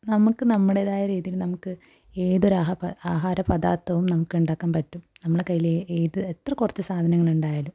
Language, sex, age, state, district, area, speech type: Malayalam, female, 18-30, Kerala, Kasaragod, rural, spontaneous